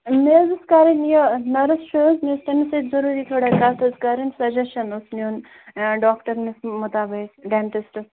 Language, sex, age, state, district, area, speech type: Kashmiri, female, 18-30, Jammu and Kashmir, Bandipora, rural, conversation